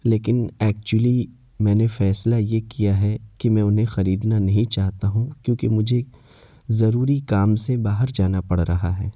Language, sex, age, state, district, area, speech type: Urdu, male, 30-45, Uttar Pradesh, Lucknow, rural, spontaneous